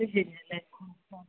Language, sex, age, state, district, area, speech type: Malayalam, female, 30-45, Kerala, Idukki, rural, conversation